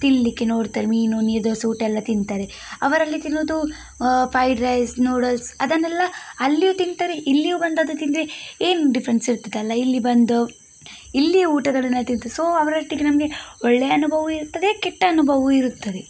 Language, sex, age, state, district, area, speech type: Kannada, female, 18-30, Karnataka, Udupi, rural, spontaneous